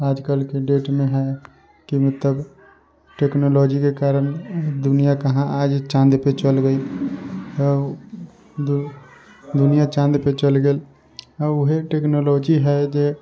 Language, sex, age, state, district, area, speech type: Maithili, male, 45-60, Bihar, Sitamarhi, rural, spontaneous